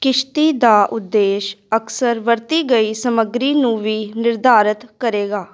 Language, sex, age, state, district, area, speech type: Punjabi, female, 18-30, Punjab, Patiala, urban, read